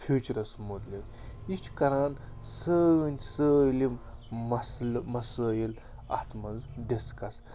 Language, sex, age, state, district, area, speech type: Kashmiri, male, 30-45, Jammu and Kashmir, Srinagar, urban, spontaneous